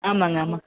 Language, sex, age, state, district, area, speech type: Tamil, female, 45-60, Tamil Nadu, Erode, rural, conversation